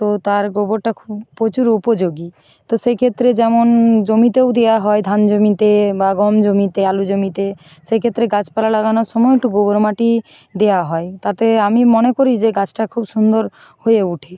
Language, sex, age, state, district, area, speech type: Bengali, female, 45-60, West Bengal, Nadia, rural, spontaneous